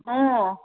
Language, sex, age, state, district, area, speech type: Kannada, female, 18-30, Karnataka, Mandya, urban, conversation